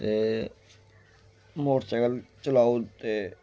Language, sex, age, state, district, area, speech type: Dogri, male, 18-30, Jammu and Kashmir, Kathua, rural, spontaneous